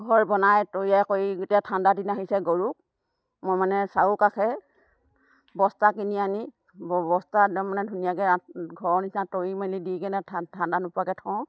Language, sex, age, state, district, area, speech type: Assamese, female, 60+, Assam, Dibrugarh, rural, spontaneous